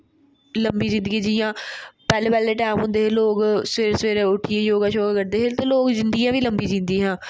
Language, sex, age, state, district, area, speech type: Dogri, female, 18-30, Jammu and Kashmir, Jammu, urban, spontaneous